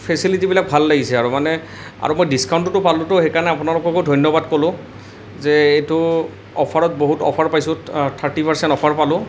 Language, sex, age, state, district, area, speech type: Assamese, male, 18-30, Assam, Nalbari, rural, spontaneous